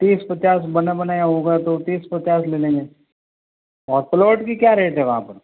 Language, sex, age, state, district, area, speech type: Hindi, male, 45-60, Rajasthan, Jodhpur, urban, conversation